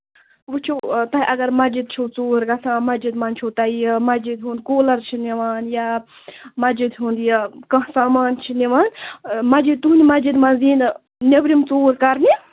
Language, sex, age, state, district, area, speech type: Kashmiri, female, 18-30, Jammu and Kashmir, Ganderbal, rural, conversation